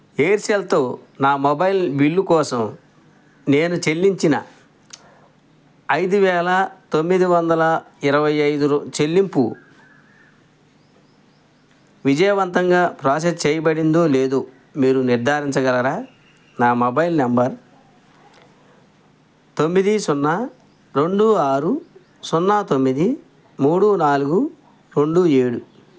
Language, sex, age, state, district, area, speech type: Telugu, male, 60+, Andhra Pradesh, Krishna, rural, read